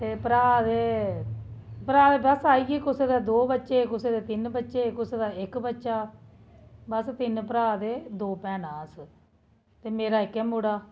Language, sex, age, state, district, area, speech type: Dogri, female, 30-45, Jammu and Kashmir, Jammu, urban, spontaneous